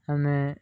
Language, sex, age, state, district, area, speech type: Odia, male, 30-45, Odisha, Koraput, urban, spontaneous